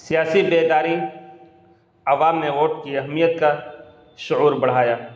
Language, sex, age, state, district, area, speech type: Urdu, male, 45-60, Bihar, Gaya, urban, spontaneous